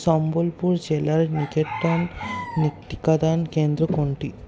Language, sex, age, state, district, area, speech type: Bengali, male, 60+, West Bengal, Paschim Bardhaman, urban, read